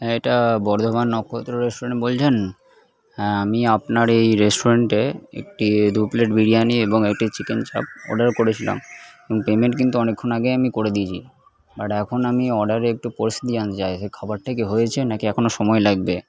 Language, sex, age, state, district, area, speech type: Bengali, male, 30-45, West Bengal, Purba Bardhaman, urban, spontaneous